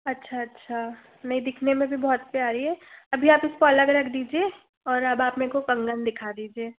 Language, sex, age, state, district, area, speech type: Hindi, female, 30-45, Madhya Pradesh, Balaghat, rural, conversation